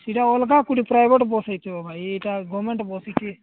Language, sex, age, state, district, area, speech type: Odia, male, 45-60, Odisha, Nabarangpur, rural, conversation